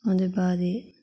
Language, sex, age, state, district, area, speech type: Dogri, female, 18-30, Jammu and Kashmir, Reasi, rural, spontaneous